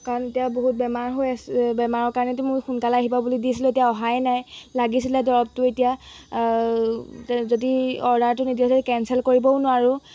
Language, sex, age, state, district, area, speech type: Assamese, female, 18-30, Assam, Golaghat, rural, spontaneous